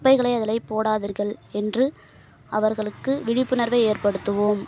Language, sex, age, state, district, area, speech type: Tamil, female, 18-30, Tamil Nadu, Kallakurichi, rural, spontaneous